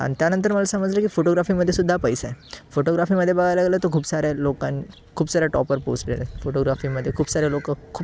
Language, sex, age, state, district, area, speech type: Marathi, male, 18-30, Maharashtra, Thane, urban, spontaneous